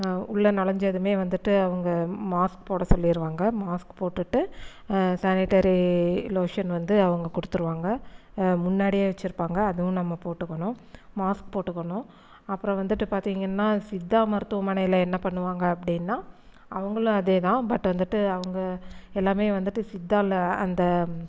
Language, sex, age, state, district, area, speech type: Tamil, female, 45-60, Tamil Nadu, Erode, rural, spontaneous